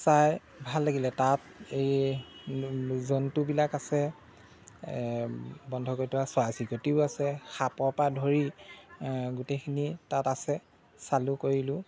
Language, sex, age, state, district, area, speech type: Assamese, male, 30-45, Assam, Golaghat, urban, spontaneous